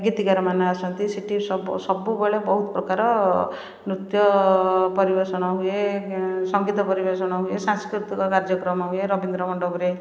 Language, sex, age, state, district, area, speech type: Odia, female, 60+, Odisha, Puri, urban, spontaneous